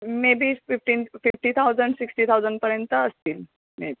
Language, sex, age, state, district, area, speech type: Marathi, female, 30-45, Maharashtra, Kolhapur, urban, conversation